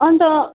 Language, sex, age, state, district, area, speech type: Nepali, female, 18-30, West Bengal, Darjeeling, rural, conversation